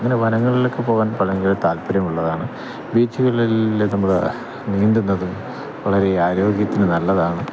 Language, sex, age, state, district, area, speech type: Malayalam, male, 30-45, Kerala, Thiruvananthapuram, rural, spontaneous